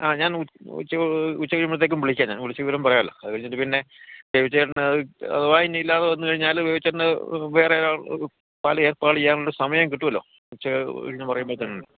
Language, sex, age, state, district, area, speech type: Malayalam, male, 60+, Kerala, Idukki, rural, conversation